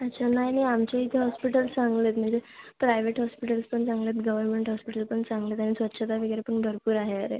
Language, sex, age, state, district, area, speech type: Marathi, female, 18-30, Maharashtra, Thane, urban, conversation